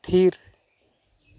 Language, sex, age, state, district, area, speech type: Santali, male, 18-30, West Bengal, Uttar Dinajpur, rural, read